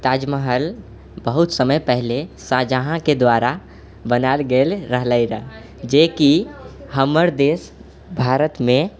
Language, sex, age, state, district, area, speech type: Maithili, male, 18-30, Bihar, Purnia, rural, spontaneous